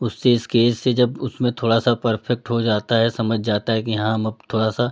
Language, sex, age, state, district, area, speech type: Hindi, male, 45-60, Uttar Pradesh, Hardoi, rural, spontaneous